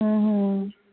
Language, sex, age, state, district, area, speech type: Assamese, female, 18-30, Assam, Dibrugarh, rural, conversation